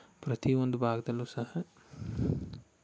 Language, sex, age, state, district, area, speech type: Kannada, male, 18-30, Karnataka, Chamarajanagar, rural, spontaneous